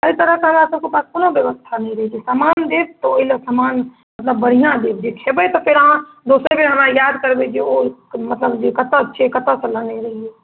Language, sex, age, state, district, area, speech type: Maithili, female, 30-45, Bihar, Muzaffarpur, urban, conversation